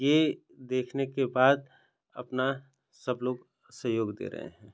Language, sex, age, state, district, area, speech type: Hindi, male, 30-45, Uttar Pradesh, Ghazipur, rural, spontaneous